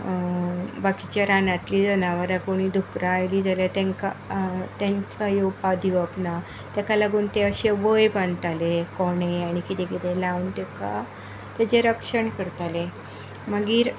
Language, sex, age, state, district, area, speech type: Goan Konkani, female, 45-60, Goa, Tiswadi, rural, spontaneous